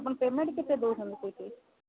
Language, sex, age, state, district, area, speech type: Odia, female, 45-60, Odisha, Sundergarh, rural, conversation